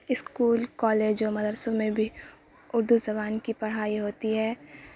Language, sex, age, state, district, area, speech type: Urdu, female, 18-30, Bihar, Supaul, rural, spontaneous